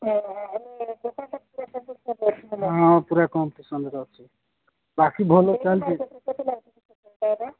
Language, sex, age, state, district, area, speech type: Odia, male, 45-60, Odisha, Nabarangpur, rural, conversation